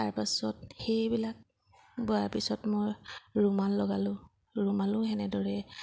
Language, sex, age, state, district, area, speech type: Assamese, female, 30-45, Assam, Sivasagar, urban, spontaneous